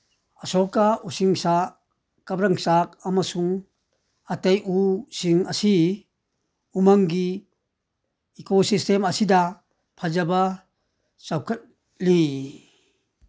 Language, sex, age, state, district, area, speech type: Manipuri, male, 60+, Manipur, Churachandpur, rural, read